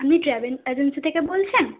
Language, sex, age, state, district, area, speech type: Bengali, female, 18-30, West Bengal, Kolkata, urban, conversation